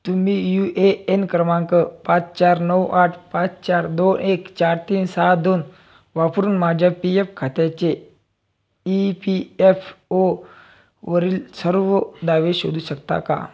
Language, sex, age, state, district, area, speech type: Marathi, male, 18-30, Maharashtra, Buldhana, urban, read